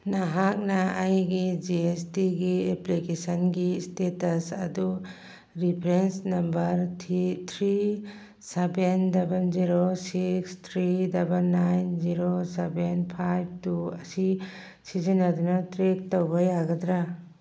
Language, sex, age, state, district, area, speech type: Manipuri, female, 45-60, Manipur, Churachandpur, urban, read